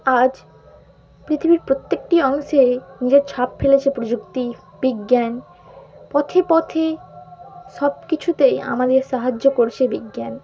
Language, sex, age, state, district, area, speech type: Bengali, female, 18-30, West Bengal, Malda, urban, spontaneous